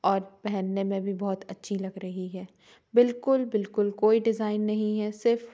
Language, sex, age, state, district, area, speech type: Hindi, female, 30-45, Madhya Pradesh, Jabalpur, urban, spontaneous